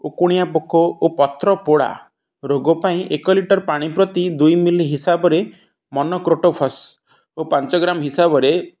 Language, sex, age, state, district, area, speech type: Odia, male, 30-45, Odisha, Ganjam, urban, spontaneous